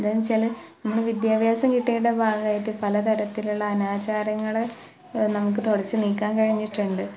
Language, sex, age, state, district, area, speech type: Malayalam, female, 18-30, Kerala, Malappuram, rural, spontaneous